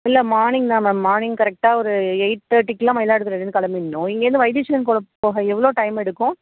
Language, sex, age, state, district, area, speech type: Tamil, female, 60+, Tamil Nadu, Mayiladuthurai, rural, conversation